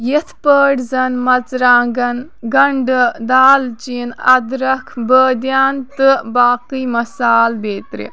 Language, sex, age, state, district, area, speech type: Kashmiri, female, 18-30, Jammu and Kashmir, Kulgam, rural, spontaneous